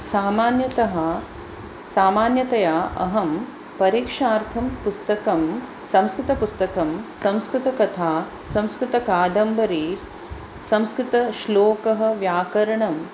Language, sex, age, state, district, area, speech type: Sanskrit, female, 45-60, Maharashtra, Pune, urban, spontaneous